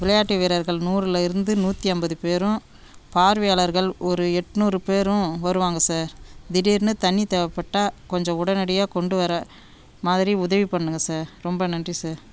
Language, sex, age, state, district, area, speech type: Tamil, female, 60+, Tamil Nadu, Tiruvannamalai, rural, spontaneous